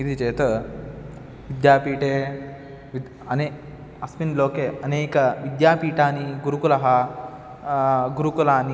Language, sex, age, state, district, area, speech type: Sanskrit, male, 18-30, Karnataka, Dharwad, urban, spontaneous